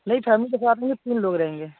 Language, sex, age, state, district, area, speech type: Hindi, male, 30-45, Uttar Pradesh, Jaunpur, urban, conversation